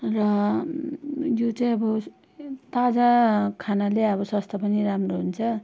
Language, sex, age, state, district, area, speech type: Nepali, female, 30-45, West Bengal, Darjeeling, rural, spontaneous